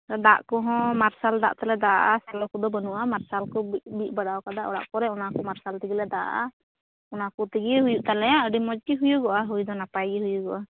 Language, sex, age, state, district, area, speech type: Santali, female, 18-30, West Bengal, Malda, rural, conversation